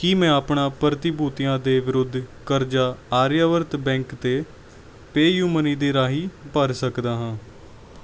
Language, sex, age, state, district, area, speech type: Punjabi, male, 18-30, Punjab, Mansa, urban, read